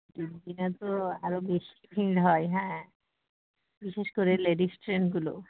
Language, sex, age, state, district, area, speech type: Bengali, female, 18-30, West Bengal, Hooghly, urban, conversation